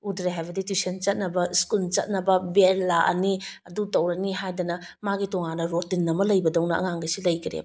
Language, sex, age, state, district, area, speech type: Manipuri, female, 30-45, Manipur, Bishnupur, rural, spontaneous